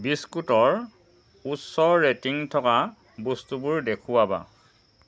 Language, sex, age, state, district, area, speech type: Assamese, male, 60+, Assam, Dhemaji, rural, read